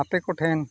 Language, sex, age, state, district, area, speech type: Santali, male, 45-60, Odisha, Mayurbhanj, rural, spontaneous